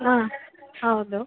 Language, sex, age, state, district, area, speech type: Kannada, female, 30-45, Karnataka, Mandya, rural, conversation